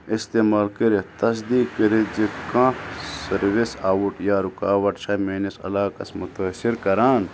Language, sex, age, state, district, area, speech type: Kashmiri, male, 18-30, Jammu and Kashmir, Bandipora, rural, read